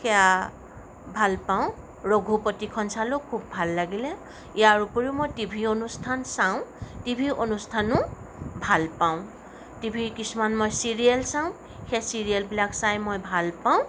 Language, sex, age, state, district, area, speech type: Assamese, female, 45-60, Assam, Sonitpur, urban, spontaneous